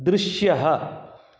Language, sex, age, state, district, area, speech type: Sanskrit, male, 60+, Karnataka, Shimoga, urban, read